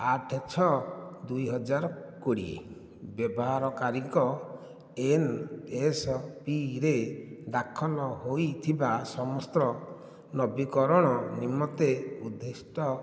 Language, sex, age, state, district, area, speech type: Odia, male, 45-60, Odisha, Nayagarh, rural, read